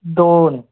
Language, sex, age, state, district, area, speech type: Marathi, male, 18-30, Maharashtra, Yavatmal, rural, conversation